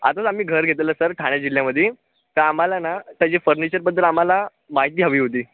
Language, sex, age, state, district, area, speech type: Marathi, male, 18-30, Maharashtra, Thane, urban, conversation